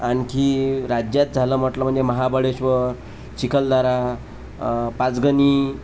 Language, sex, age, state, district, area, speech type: Marathi, male, 30-45, Maharashtra, Amravati, rural, spontaneous